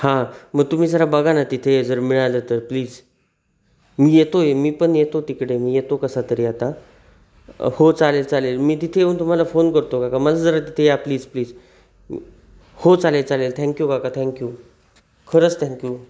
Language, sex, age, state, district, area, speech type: Marathi, male, 30-45, Maharashtra, Sindhudurg, rural, spontaneous